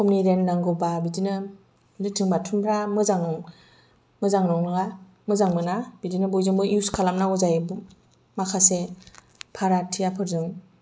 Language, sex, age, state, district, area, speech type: Bodo, female, 45-60, Assam, Kokrajhar, rural, spontaneous